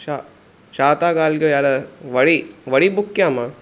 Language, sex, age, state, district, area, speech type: Sindhi, male, 18-30, Maharashtra, Thane, rural, spontaneous